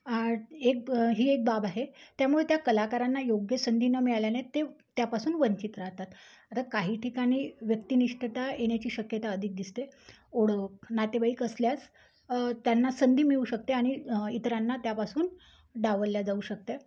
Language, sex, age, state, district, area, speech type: Marathi, female, 30-45, Maharashtra, Amravati, rural, spontaneous